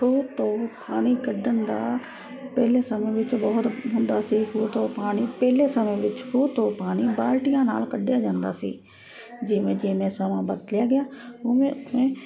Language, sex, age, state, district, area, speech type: Punjabi, female, 30-45, Punjab, Ludhiana, urban, spontaneous